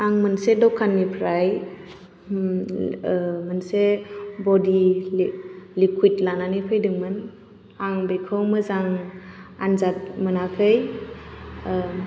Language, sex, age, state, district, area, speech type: Bodo, female, 18-30, Assam, Chirang, rural, spontaneous